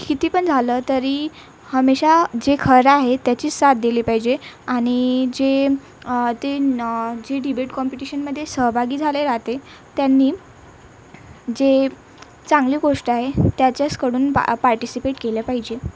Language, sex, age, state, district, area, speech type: Marathi, female, 18-30, Maharashtra, Nagpur, urban, spontaneous